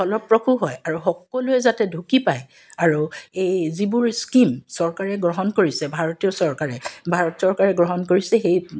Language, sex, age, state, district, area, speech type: Assamese, female, 45-60, Assam, Dibrugarh, urban, spontaneous